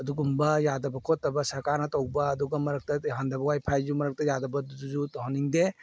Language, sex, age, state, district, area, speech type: Manipuri, male, 45-60, Manipur, Imphal East, rural, spontaneous